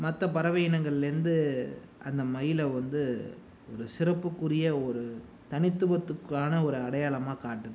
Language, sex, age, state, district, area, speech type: Tamil, male, 45-60, Tamil Nadu, Sivaganga, rural, spontaneous